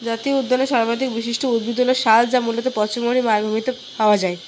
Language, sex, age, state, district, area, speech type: Bengali, female, 30-45, West Bengal, Paschim Bardhaman, urban, read